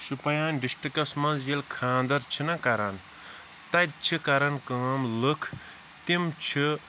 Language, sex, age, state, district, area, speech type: Kashmiri, male, 30-45, Jammu and Kashmir, Shopian, rural, spontaneous